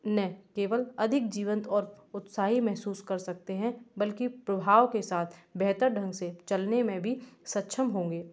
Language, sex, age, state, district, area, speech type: Hindi, female, 30-45, Madhya Pradesh, Gwalior, urban, spontaneous